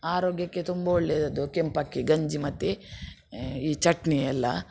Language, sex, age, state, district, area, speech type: Kannada, female, 60+, Karnataka, Udupi, rural, spontaneous